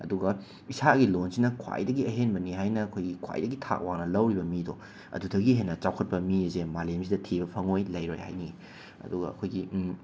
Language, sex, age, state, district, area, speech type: Manipuri, male, 30-45, Manipur, Imphal West, urban, spontaneous